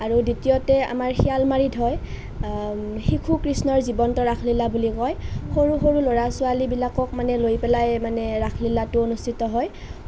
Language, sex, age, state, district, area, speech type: Assamese, female, 18-30, Assam, Nalbari, rural, spontaneous